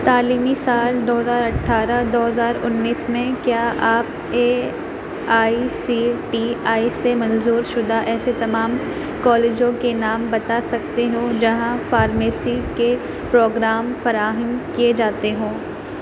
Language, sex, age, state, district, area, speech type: Urdu, female, 30-45, Uttar Pradesh, Aligarh, rural, read